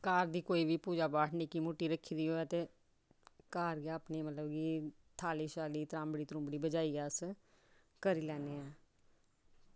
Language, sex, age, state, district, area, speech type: Dogri, female, 30-45, Jammu and Kashmir, Samba, rural, spontaneous